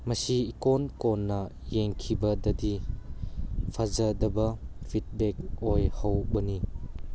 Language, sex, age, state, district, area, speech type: Manipuri, male, 18-30, Manipur, Churachandpur, rural, read